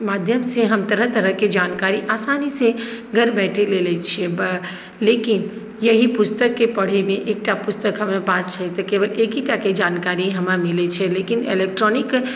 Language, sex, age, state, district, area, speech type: Maithili, female, 30-45, Bihar, Madhubani, urban, spontaneous